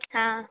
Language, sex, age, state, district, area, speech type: Hindi, female, 18-30, Bihar, Darbhanga, rural, conversation